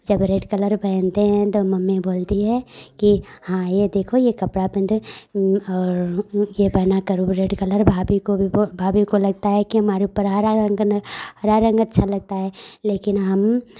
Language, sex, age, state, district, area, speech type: Hindi, female, 18-30, Uttar Pradesh, Prayagraj, urban, spontaneous